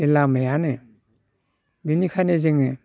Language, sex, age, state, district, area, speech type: Bodo, male, 60+, Assam, Baksa, rural, spontaneous